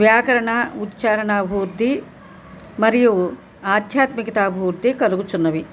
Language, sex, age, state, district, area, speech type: Telugu, female, 60+, Andhra Pradesh, Nellore, urban, spontaneous